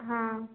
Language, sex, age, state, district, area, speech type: Marathi, female, 18-30, Maharashtra, Washim, rural, conversation